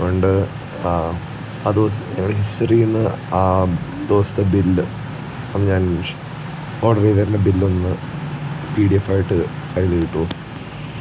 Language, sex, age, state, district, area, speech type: Malayalam, male, 18-30, Kerala, Kottayam, rural, spontaneous